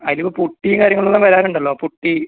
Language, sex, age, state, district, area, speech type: Malayalam, male, 18-30, Kerala, Kasaragod, rural, conversation